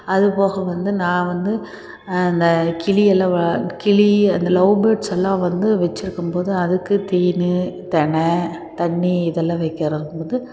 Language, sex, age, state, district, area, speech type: Tamil, female, 45-60, Tamil Nadu, Tiruppur, rural, spontaneous